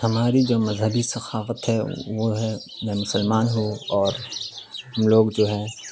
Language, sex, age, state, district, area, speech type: Urdu, male, 18-30, Bihar, Khagaria, rural, spontaneous